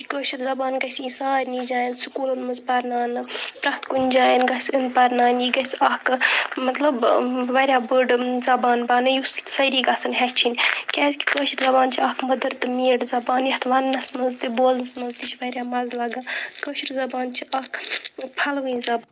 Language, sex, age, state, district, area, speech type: Kashmiri, female, 30-45, Jammu and Kashmir, Bandipora, rural, spontaneous